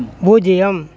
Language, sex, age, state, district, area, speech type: Tamil, male, 60+, Tamil Nadu, Tiruvannamalai, rural, read